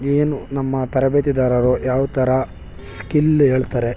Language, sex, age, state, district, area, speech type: Kannada, male, 18-30, Karnataka, Mandya, urban, spontaneous